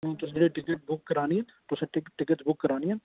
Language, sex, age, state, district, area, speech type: Dogri, male, 45-60, Jammu and Kashmir, Reasi, urban, conversation